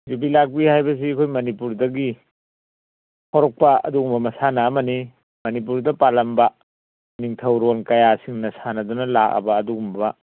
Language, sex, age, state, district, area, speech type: Manipuri, male, 60+, Manipur, Churachandpur, urban, conversation